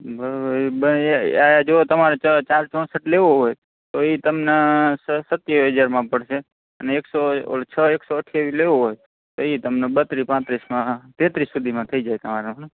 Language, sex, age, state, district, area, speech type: Gujarati, male, 18-30, Gujarat, Morbi, urban, conversation